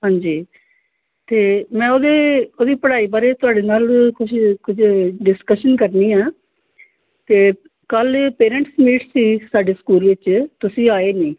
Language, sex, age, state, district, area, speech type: Punjabi, female, 60+, Punjab, Amritsar, urban, conversation